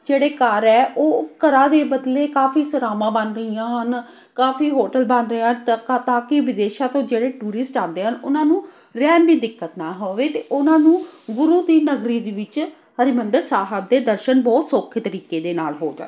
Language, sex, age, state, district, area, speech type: Punjabi, female, 45-60, Punjab, Amritsar, urban, spontaneous